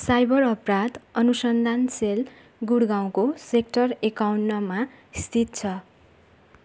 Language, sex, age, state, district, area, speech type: Nepali, female, 18-30, West Bengal, Darjeeling, rural, read